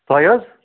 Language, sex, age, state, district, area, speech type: Kashmiri, male, 45-60, Jammu and Kashmir, Srinagar, urban, conversation